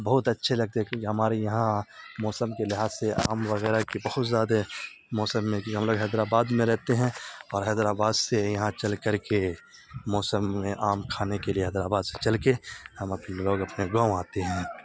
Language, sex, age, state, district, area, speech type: Urdu, male, 30-45, Bihar, Supaul, rural, spontaneous